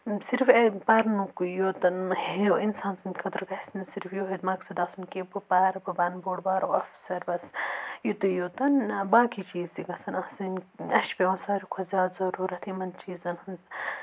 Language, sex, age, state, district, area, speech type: Kashmiri, female, 18-30, Jammu and Kashmir, Budgam, rural, spontaneous